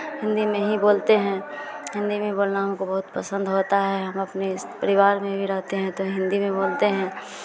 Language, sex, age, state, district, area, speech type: Hindi, female, 18-30, Bihar, Madhepura, rural, spontaneous